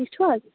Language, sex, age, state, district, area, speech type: Kashmiri, female, 18-30, Jammu and Kashmir, Shopian, rural, conversation